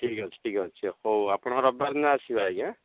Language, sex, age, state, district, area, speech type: Odia, male, 60+, Odisha, Jharsuguda, rural, conversation